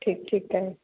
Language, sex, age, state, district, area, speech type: Punjabi, female, 30-45, Punjab, Muktsar, urban, conversation